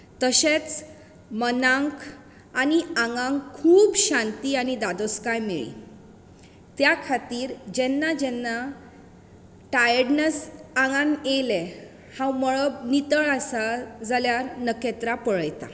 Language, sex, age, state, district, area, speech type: Goan Konkani, female, 18-30, Goa, Bardez, urban, spontaneous